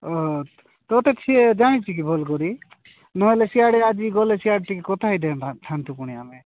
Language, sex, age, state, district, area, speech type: Odia, male, 45-60, Odisha, Nabarangpur, rural, conversation